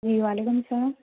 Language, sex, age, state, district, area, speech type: Urdu, female, 30-45, Telangana, Hyderabad, urban, conversation